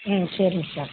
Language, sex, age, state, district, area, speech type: Tamil, female, 18-30, Tamil Nadu, Madurai, urban, conversation